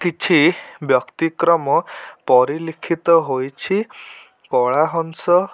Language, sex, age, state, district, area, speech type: Odia, male, 18-30, Odisha, Cuttack, urban, spontaneous